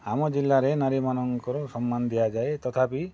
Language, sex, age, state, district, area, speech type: Odia, male, 45-60, Odisha, Kalahandi, rural, spontaneous